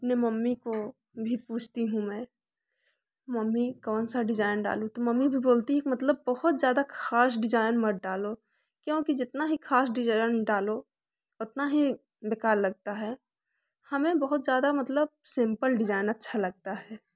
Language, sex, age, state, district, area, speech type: Hindi, female, 18-30, Uttar Pradesh, Prayagraj, rural, spontaneous